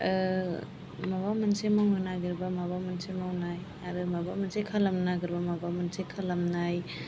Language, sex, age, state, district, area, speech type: Bodo, female, 18-30, Assam, Chirang, rural, spontaneous